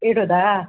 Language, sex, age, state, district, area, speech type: Kannada, female, 60+, Karnataka, Udupi, rural, conversation